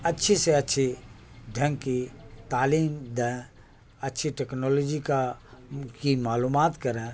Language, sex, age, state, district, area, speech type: Urdu, male, 60+, Bihar, Khagaria, rural, spontaneous